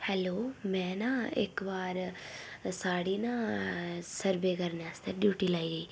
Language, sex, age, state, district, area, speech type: Dogri, female, 18-30, Jammu and Kashmir, Udhampur, rural, spontaneous